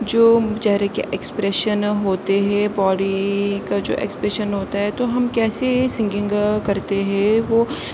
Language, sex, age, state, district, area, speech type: Urdu, female, 18-30, Uttar Pradesh, Aligarh, urban, spontaneous